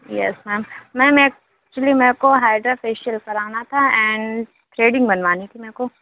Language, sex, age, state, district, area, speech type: Hindi, female, 45-60, Madhya Pradesh, Bhopal, urban, conversation